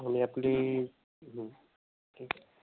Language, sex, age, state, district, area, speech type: Marathi, male, 30-45, Maharashtra, Nagpur, rural, conversation